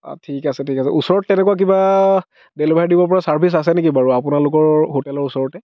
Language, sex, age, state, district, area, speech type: Assamese, male, 45-60, Assam, Dhemaji, rural, spontaneous